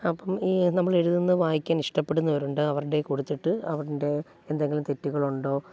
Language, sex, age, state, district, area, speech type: Malayalam, female, 30-45, Kerala, Alappuzha, rural, spontaneous